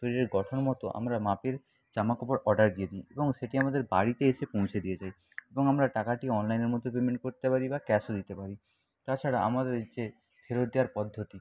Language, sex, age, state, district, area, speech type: Bengali, male, 30-45, West Bengal, Nadia, rural, spontaneous